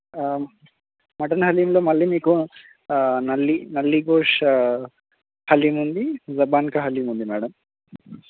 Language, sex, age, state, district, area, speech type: Telugu, male, 18-30, Telangana, Sangareddy, rural, conversation